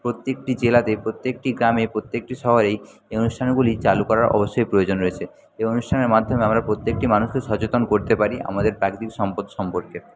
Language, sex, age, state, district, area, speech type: Bengali, male, 30-45, West Bengal, Jhargram, rural, spontaneous